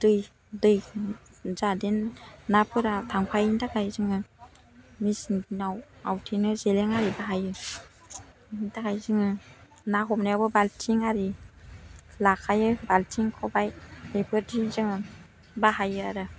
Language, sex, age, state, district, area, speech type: Bodo, female, 30-45, Assam, Baksa, rural, spontaneous